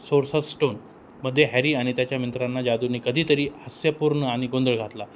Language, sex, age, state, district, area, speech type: Marathi, male, 18-30, Maharashtra, Jalna, urban, spontaneous